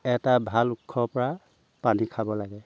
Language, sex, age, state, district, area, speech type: Assamese, male, 60+, Assam, Golaghat, urban, spontaneous